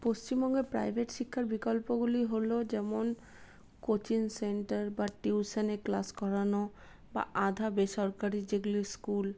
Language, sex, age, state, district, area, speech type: Bengali, female, 30-45, West Bengal, Paschim Bardhaman, urban, spontaneous